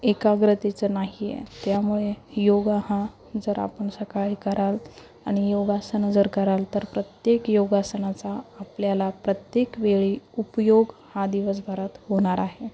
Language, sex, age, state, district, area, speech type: Marathi, female, 30-45, Maharashtra, Nanded, urban, spontaneous